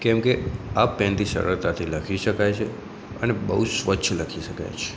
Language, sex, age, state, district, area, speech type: Gujarati, male, 18-30, Gujarat, Aravalli, rural, spontaneous